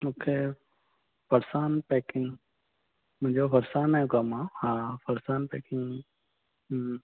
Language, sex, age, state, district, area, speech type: Sindhi, male, 30-45, Maharashtra, Thane, urban, conversation